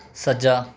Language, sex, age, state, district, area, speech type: Punjabi, male, 18-30, Punjab, Rupnagar, rural, read